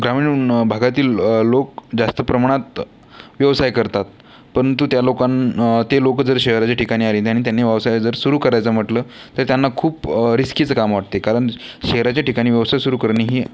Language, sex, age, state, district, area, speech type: Marathi, male, 18-30, Maharashtra, Washim, rural, spontaneous